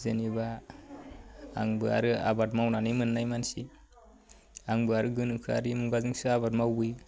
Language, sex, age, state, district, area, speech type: Bodo, male, 18-30, Assam, Baksa, rural, spontaneous